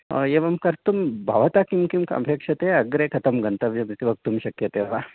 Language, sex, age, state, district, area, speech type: Sanskrit, male, 45-60, Karnataka, Bangalore Urban, urban, conversation